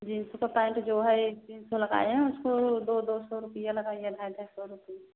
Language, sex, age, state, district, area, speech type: Hindi, female, 30-45, Uttar Pradesh, Prayagraj, rural, conversation